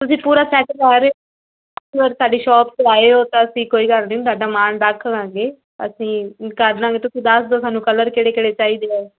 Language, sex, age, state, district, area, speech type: Punjabi, female, 18-30, Punjab, Fazilka, rural, conversation